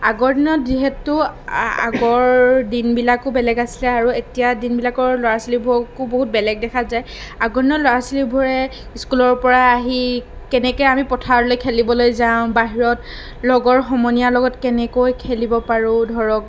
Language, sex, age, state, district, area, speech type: Assamese, female, 18-30, Assam, Darrang, rural, spontaneous